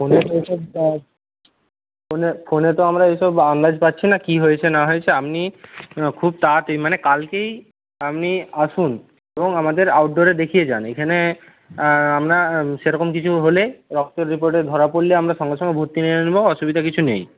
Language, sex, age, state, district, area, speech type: Bengali, male, 45-60, West Bengal, Purba Medinipur, rural, conversation